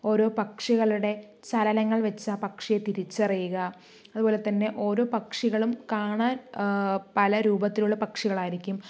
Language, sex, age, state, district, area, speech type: Malayalam, female, 30-45, Kerala, Palakkad, rural, spontaneous